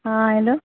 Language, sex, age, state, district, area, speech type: Urdu, female, 60+, Bihar, Khagaria, rural, conversation